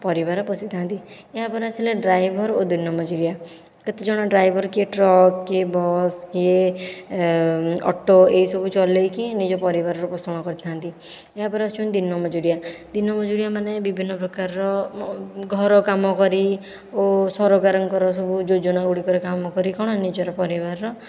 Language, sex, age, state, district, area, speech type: Odia, female, 45-60, Odisha, Khordha, rural, spontaneous